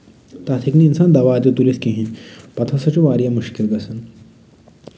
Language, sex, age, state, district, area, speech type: Kashmiri, male, 45-60, Jammu and Kashmir, Budgam, urban, spontaneous